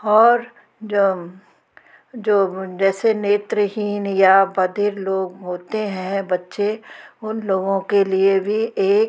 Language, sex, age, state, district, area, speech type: Hindi, female, 60+, Madhya Pradesh, Gwalior, rural, spontaneous